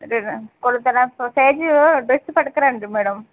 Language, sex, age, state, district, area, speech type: Telugu, female, 60+, Andhra Pradesh, Visakhapatnam, urban, conversation